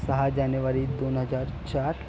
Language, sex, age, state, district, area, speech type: Marathi, male, 18-30, Maharashtra, Nagpur, urban, spontaneous